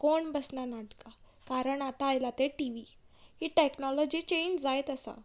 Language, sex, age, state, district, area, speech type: Goan Konkani, female, 18-30, Goa, Ponda, rural, spontaneous